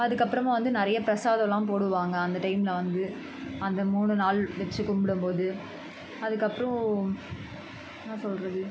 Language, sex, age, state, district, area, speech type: Tamil, female, 18-30, Tamil Nadu, Chennai, urban, spontaneous